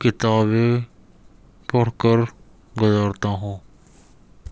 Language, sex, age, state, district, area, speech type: Urdu, male, 18-30, Delhi, Central Delhi, urban, spontaneous